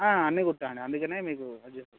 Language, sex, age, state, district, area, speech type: Telugu, male, 18-30, Telangana, Mancherial, rural, conversation